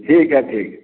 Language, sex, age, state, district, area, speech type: Hindi, male, 60+, Bihar, Muzaffarpur, rural, conversation